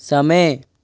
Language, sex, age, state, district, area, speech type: Hindi, male, 30-45, Madhya Pradesh, Bhopal, urban, read